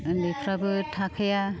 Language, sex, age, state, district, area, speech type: Bodo, female, 30-45, Assam, Kokrajhar, rural, spontaneous